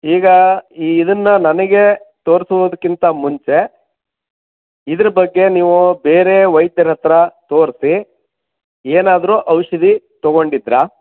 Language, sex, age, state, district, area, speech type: Kannada, male, 45-60, Karnataka, Shimoga, rural, conversation